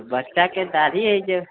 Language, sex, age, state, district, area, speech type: Maithili, male, 45-60, Bihar, Sitamarhi, rural, conversation